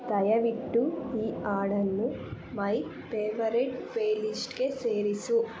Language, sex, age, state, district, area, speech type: Kannada, female, 18-30, Karnataka, Chitradurga, rural, read